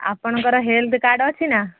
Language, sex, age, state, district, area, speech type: Odia, female, 30-45, Odisha, Sambalpur, rural, conversation